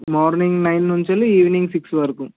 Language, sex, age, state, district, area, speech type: Telugu, male, 18-30, Andhra Pradesh, Visakhapatnam, urban, conversation